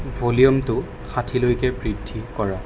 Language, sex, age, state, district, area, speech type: Assamese, male, 18-30, Assam, Darrang, rural, read